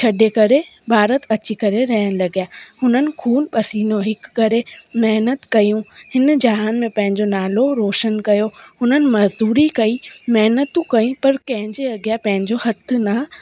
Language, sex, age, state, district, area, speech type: Sindhi, female, 18-30, Rajasthan, Ajmer, urban, spontaneous